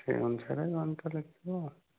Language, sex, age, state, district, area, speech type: Odia, male, 45-60, Odisha, Dhenkanal, rural, conversation